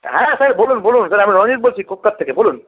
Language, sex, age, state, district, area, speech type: Bengali, male, 30-45, West Bengal, Paschim Bardhaman, urban, conversation